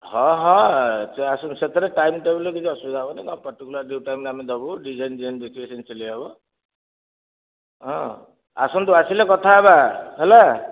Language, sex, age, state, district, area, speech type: Odia, male, 60+, Odisha, Nayagarh, rural, conversation